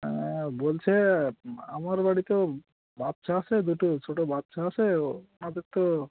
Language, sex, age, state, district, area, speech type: Bengali, male, 45-60, West Bengal, Cooch Behar, urban, conversation